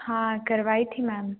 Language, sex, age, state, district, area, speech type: Hindi, female, 18-30, Madhya Pradesh, Betul, urban, conversation